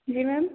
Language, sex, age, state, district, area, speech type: Hindi, female, 18-30, Madhya Pradesh, Harda, urban, conversation